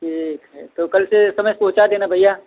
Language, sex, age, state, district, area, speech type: Hindi, male, 45-60, Uttar Pradesh, Ayodhya, rural, conversation